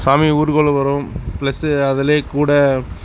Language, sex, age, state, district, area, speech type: Tamil, male, 60+, Tamil Nadu, Mayiladuthurai, rural, spontaneous